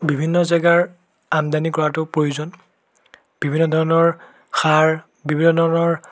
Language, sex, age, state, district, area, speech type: Assamese, male, 18-30, Assam, Biswanath, rural, spontaneous